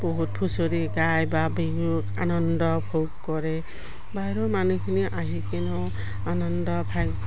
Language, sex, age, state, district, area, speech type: Assamese, female, 60+, Assam, Udalguri, rural, spontaneous